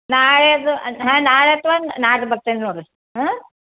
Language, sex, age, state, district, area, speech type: Kannada, female, 60+, Karnataka, Belgaum, rural, conversation